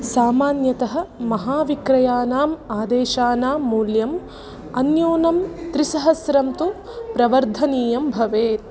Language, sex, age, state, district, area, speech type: Sanskrit, female, 18-30, Karnataka, Udupi, rural, read